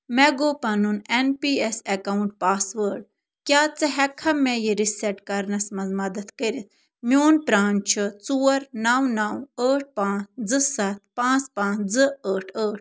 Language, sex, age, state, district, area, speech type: Kashmiri, female, 18-30, Jammu and Kashmir, Ganderbal, rural, read